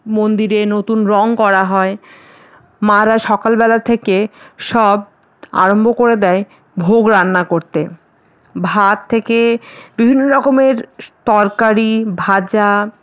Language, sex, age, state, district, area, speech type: Bengali, female, 45-60, West Bengal, Paschim Bardhaman, rural, spontaneous